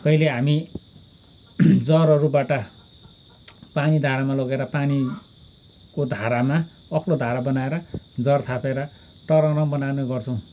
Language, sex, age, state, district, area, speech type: Nepali, male, 45-60, West Bengal, Kalimpong, rural, spontaneous